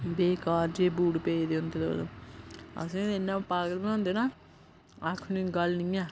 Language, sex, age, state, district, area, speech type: Dogri, female, 30-45, Jammu and Kashmir, Udhampur, rural, spontaneous